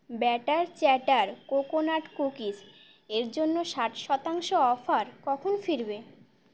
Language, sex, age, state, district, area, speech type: Bengali, female, 18-30, West Bengal, Birbhum, urban, read